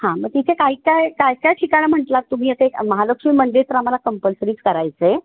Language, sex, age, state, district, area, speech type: Marathi, female, 60+, Maharashtra, Kolhapur, urban, conversation